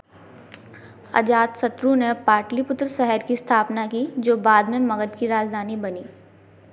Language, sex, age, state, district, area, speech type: Hindi, female, 18-30, Madhya Pradesh, Gwalior, rural, read